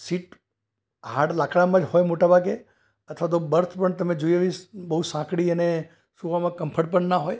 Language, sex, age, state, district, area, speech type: Gujarati, male, 60+, Gujarat, Ahmedabad, urban, spontaneous